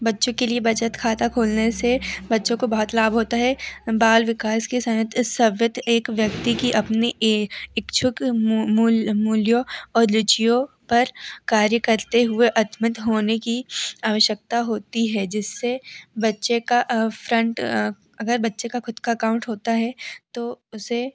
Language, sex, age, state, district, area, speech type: Hindi, female, 18-30, Madhya Pradesh, Seoni, urban, spontaneous